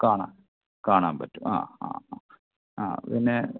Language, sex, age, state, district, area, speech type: Malayalam, male, 45-60, Kerala, Pathanamthitta, rural, conversation